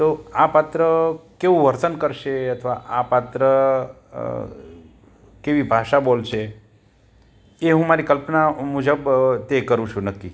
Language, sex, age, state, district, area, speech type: Gujarati, male, 60+, Gujarat, Rajkot, urban, spontaneous